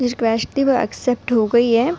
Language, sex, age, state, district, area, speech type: Urdu, female, 18-30, Delhi, North East Delhi, urban, spontaneous